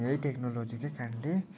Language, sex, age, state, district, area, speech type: Nepali, male, 18-30, West Bengal, Kalimpong, rural, spontaneous